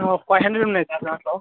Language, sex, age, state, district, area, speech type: Telugu, male, 18-30, Telangana, Khammam, urban, conversation